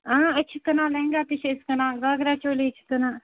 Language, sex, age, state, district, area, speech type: Kashmiri, female, 18-30, Jammu and Kashmir, Srinagar, urban, conversation